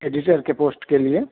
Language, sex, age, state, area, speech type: Urdu, male, 30-45, Jharkhand, urban, conversation